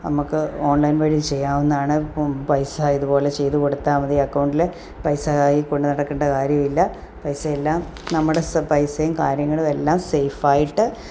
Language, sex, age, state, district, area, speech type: Malayalam, female, 45-60, Kerala, Kottayam, rural, spontaneous